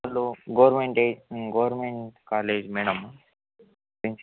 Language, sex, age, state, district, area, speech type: Kannada, male, 18-30, Karnataka, Chitradurga, rural, conversation